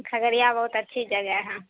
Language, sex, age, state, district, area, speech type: Urdu, female, 30-45, Bihar, Khagaria, rural, conversation